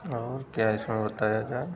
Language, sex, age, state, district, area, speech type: Hindi, male, 30-45, Uttar Pradesh, Mau, rural, spontaneous